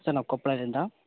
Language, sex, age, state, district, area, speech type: Kannada, male, 18-30, Karnataka, Koppal, rural, conversation